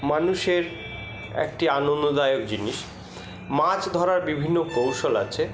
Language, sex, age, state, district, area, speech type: Bengali, male, 60+, West Bengal, Purba Bardhaman, rural, spontaneous